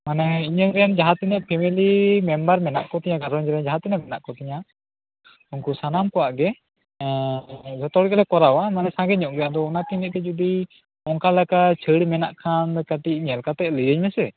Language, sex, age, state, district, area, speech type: Santali, male, 18-30, West Bengal, Bankura, rural, conversation